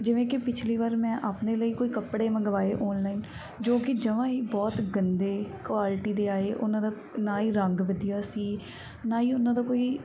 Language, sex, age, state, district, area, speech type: Punjabi, female, 18-30, Punjab, Mansa, urban, spontaneous